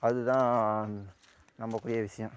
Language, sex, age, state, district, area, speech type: Tamil, male, 18-30, Tamil Nadu, Karur, rural, spontaneous